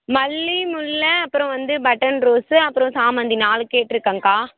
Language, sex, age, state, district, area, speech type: Tamil, female, 18-30, Tamil Nadu, Vellore, urban, conversation